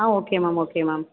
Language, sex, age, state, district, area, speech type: Tamil, female, 30-45, Tamil Nadu, Perambalur, rural, conversation